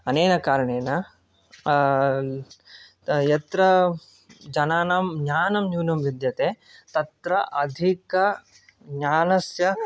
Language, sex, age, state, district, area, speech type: Sanskrit, male, 18-30, Kerala, Palakkad, urban, spontaneous